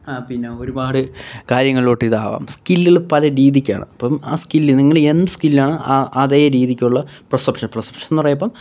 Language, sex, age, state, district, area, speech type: Malayalam, male, 18-30, Kerala, Kollam, rural, spontaneous